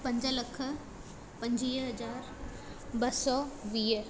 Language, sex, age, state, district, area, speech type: Sindhi, female, 18-30, Madhya Pradesh, Katni, rural, spontaneous